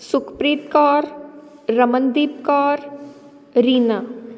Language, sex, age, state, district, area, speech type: Punjabi, female, 18-30, Punjab, Shaheed Bhagat Singh Nagar, urban, spontaneous